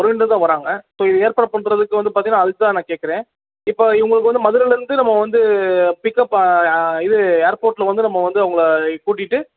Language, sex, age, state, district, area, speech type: Tamil, male, 18-30, Tamil Nadu, Sivaganga, rural, conversation